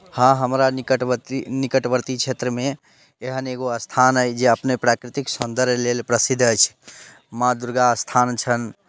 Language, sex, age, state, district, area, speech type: Maithili, male, 30-45, Bihar, Muzaffarpur, rural, spontaneous